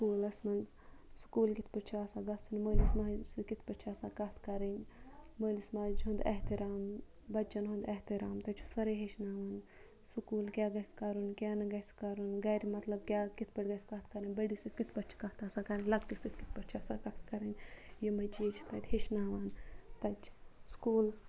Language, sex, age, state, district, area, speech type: Kashmiri, female, 30-45, Jammu and Kashmir, Ganderbal, rural, spontaneous